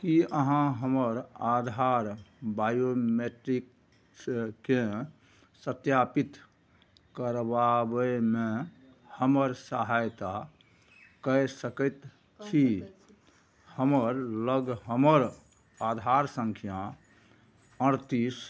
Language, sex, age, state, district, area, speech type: Maithili, male, 60+, Bihar, Araria, rural, read